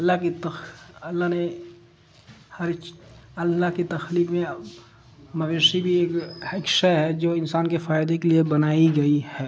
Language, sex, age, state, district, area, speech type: Urdu, male, 45-60, Bihar, Darbhanga, rural, spontaneous